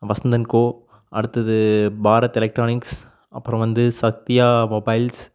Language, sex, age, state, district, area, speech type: Tamil, male, 18-30, Tamil Nadu, Tiruppur, rural, spontaneous